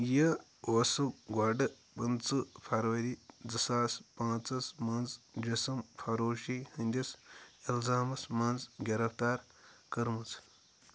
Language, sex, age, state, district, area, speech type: Kashmiri, male, 45-60, Jammu and Kashmir, Ganderbal, rural, read